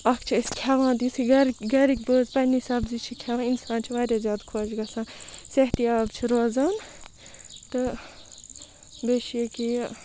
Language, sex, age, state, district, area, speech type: Kashmiri, female, 45-60, Jammu and Kashmir, Ganderbal, rural, spontaneous